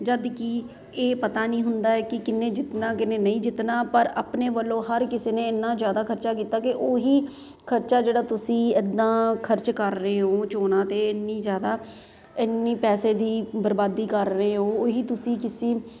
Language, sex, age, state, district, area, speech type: Punjabi, female, 30-45, Punjab, Ludhiana, urban, spontaneous